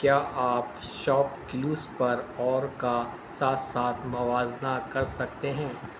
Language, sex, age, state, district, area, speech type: Urdu, male, 60+, Delhi, Central Delhi, urban, read